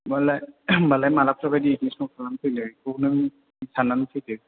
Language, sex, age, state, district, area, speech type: Bodo, male, 18-30, Assam, Chirang, rural, conversation